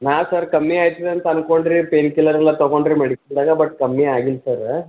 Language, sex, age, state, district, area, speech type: Kannada, male, 18-30, Karnataka, Bidar, urban, conversation